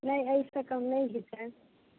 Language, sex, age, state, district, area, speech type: Maithili, female, 18-30, Bihar, Muzaffarpur, rural, conversation